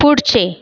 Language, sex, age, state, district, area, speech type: Marathi, female, 30-45, Maharashtra, Buldhana, urban, read